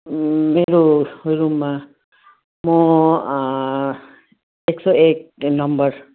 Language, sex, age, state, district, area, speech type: Nepali, female, 60+, West Bengal, Jalpaiguri, rural, conversation